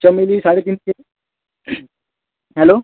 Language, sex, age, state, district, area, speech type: Marathi, male, 18-30, Maharashtra, Thane, urban, conversation